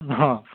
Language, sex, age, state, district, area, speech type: Assamese, male, 18-30, Assam, Majuli, urban, conversation